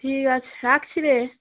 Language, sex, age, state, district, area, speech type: Bengali, female, 18-30, West Bengal, South 24 Parganas, rural, conversation